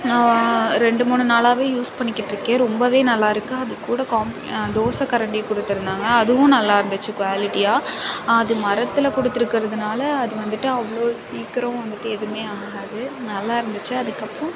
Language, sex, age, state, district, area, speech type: Tamil, female, 18-30, Tamil Nadu, Karur, rural, spontaneous